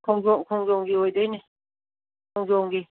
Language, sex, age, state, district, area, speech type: Manipuri, female, 45-60, Manipur, Kangpokpi, urban, conversation